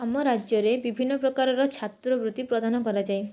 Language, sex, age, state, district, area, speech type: Odia, female, 18-30, Odisha, Cuttack, urban, spontaneous